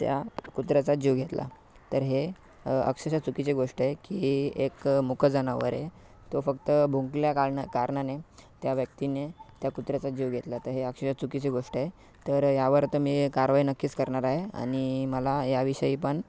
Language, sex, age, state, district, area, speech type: Marathi, male, 18-30, Maharashtra, Thane, urban, spontaneous